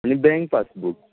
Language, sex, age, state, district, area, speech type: Goan Konkani, male, 45-60, Goa, Tiswadi, rural, conversation